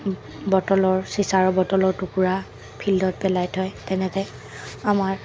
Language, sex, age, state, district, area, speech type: Assamese, female, 18-30, Assam, Dibrugarh, rural, spontaneous